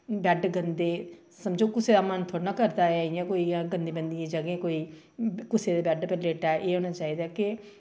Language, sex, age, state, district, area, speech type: Dogri, female, 45-60, Jammu and Kashmir, Samba, rural, spontaneous